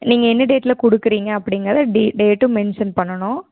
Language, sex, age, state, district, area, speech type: Tamil, female, 18-30, Tamil Nadu, Erode, rural, conversation